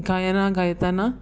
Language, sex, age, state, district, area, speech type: Goan Konkani, female, 30-45, Goa, Tiswadi, rural, spontaneous